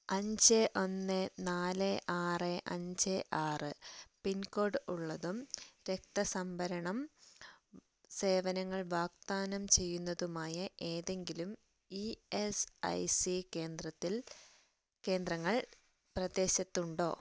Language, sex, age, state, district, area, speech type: Malayalam, female, 30-45, Kerala, Wayanad, rural, read